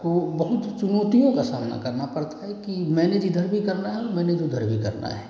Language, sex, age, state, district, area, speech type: Hindi, male, 30-45, Bihar, Samastipur, rural, spontaneous